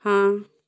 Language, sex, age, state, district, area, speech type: Punjabi, female, 30-45, Punjab, Shaheed Bhagat Singh Nagar, rural, read